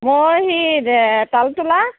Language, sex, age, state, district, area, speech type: Assamese, female, 45-60, Assam, Kamrup Metropolitan, urban, conversation